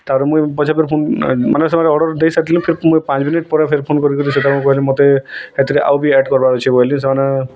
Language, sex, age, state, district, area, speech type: Odia, male, 18-30, Odisha, Bargarh, urban, spontaneous